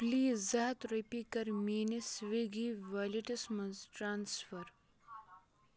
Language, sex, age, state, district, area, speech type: Kashmiri, male, 18-30, Jammu and Kashmir, Kupwara, rural, read